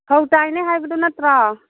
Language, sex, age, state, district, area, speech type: Manipuri, female, 45-60, Manipur, Churachandpur, urban, conversation